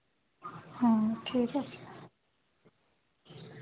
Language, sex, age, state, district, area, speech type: Bengali, female, 18-30, West Bengal, Malda, urban, conversation